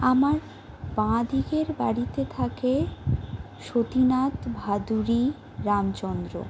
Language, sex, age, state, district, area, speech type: Bengali, other, 45-60, West Bengal, Purulia, rural, spontaneous